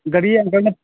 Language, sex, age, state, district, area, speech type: Manipuri, male, 45-60, Manipur, Imphal East, rural, conversation